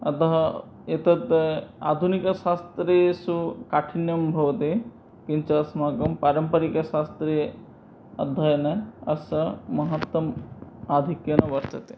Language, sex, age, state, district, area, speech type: Sanskrit, male, 30-45, West Bengal, Purba Medinipur, rural, spontaneous